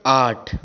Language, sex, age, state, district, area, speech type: Maithili, male, 18-30, Bihar, Saharsa, rural, read